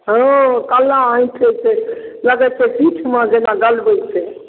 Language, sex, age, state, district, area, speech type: Maithili, female, 60+, Bihar, Darbhanga, urban, conversation